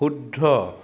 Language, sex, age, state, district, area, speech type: Assamese, male, 30-45, Assam, Dhemaji, rural, read